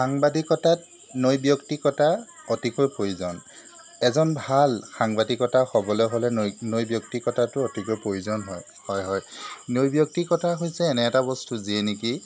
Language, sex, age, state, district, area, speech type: Assamese, male, 30-45, Assam, Jorhat, urban, spontaneous